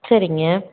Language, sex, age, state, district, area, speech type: Tamil, female, 18-30, Tamil Nadu, Salem, urban, conversation